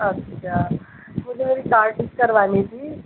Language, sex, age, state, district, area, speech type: Hindi, female, 18-30, Madhya Pradesh, Harda, rural, conversation